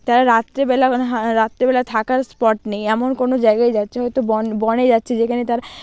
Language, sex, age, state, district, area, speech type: Bengali, female, 30-45, West Bengal, Purba Medinipur, rural, spontaneous